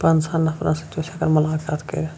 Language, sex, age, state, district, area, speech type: Kashmiri, male, 45-60, Jammu and Kashmir, Shopian, urban, spontaneous